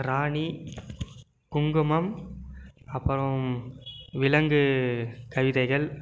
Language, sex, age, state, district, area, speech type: Tamil, male, 18-30, Tamil Nadu, Krishnagiri, rural, spontaneous